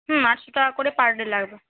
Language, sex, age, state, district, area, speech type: Bengali, female, 18-30, West Bengal, Nadia, rural, conversation